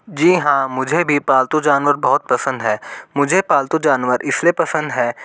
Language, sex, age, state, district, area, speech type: Hindi, male, 18-30, Rajasthan, Jaipur, urban, spontaneous